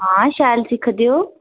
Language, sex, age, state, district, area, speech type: Dogri, female, 30-45, Jammu and Kashmir, Udhampur, urban, conversation